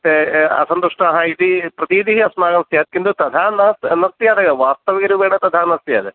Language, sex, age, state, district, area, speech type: Sanskrit, male, 45-60, Kerala, Kottayam, rural, conversation